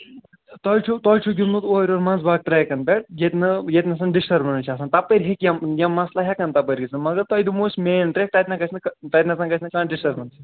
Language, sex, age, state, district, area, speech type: Kashmiri, female, 30-45, Jammu and Kashmir, Srinagar, urban, conversation